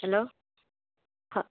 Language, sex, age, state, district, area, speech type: Bengali, female, 18-30, West Bengal, Cooch Behar, rural, conversation